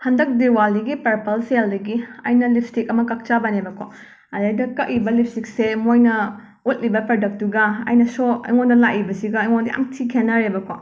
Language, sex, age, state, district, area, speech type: Manipuri, female, 30-45, Manipur, Imphal West, rural, spontaneous